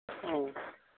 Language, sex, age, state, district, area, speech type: Bodo, male, 45-60, Assam, Udalguri, rural, conversation